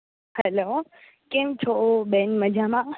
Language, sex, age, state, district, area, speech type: Gujarati, female, 18-30, Gujarat, Rajkot, urban, conversation